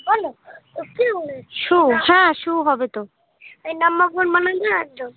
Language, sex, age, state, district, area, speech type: Bengali, female, 18-30, West Bengal, Cooch Behar, urban, conversation